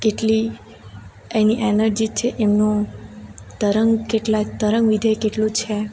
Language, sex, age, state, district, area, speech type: Gujarati, female, 18-30, Gujarat, Valsad, rural, spontaneous